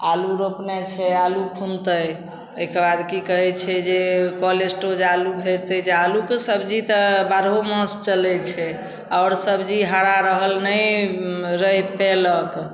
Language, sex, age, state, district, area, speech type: Maithili, female, 45-60, Bihar, Samastipur, rural, spontaneous